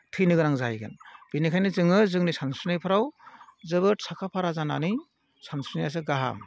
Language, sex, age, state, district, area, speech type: Bodo, male, 45-60, Assam, Udalguri, rural, spontaneous